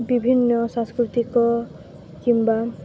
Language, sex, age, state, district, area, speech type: Odia, female, 18-30, Odisha, Balangir, urban, spontaneous